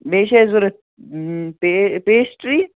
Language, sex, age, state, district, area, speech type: Kashmiri, male, 18-30, Jammu and Kashmir, Baramulla, rural, conversation